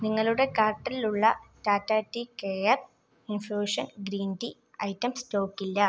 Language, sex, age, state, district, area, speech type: Malayalam, female, 18-30, Kerala, Kottayam, rural, read